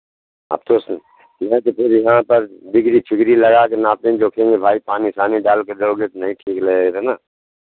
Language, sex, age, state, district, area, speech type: Hindi, male, 60+, Uttar Pradesh, Pratapgarh, rural, conversation